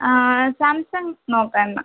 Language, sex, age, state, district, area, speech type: Malayalam, female, 30-45, Kerala, Wayanad, rural, conversation